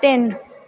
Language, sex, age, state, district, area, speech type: Punjabi, female, 18-30, Punjab, Gurdaspur, urban, read